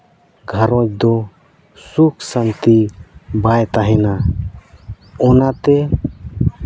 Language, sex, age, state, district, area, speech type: Santali, male, 30-45, Jharkhand, Seraikela Kharsawan, rural, spontaneous